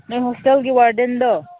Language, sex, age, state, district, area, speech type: Manipuri, female, 18-30, Manipur, Senapati, rural, conversation